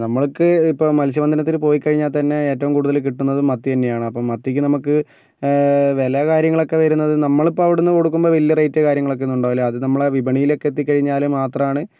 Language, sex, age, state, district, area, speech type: Malayalam, male, 45-60, Kerala, Kozhikode, urban, spontaneous